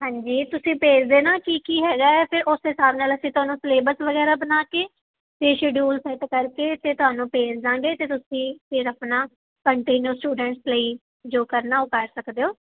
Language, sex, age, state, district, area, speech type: Punjabi, female, 18-30, Punjab, Fazilka, rural, conversation